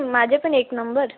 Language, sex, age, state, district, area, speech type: Marathi, female, 18-30, Maharashtra, Washim, rural, conversation